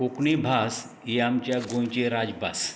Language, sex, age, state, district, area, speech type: Goan Konkani, male, 60+, Goa, Canacona, rural, spontaneous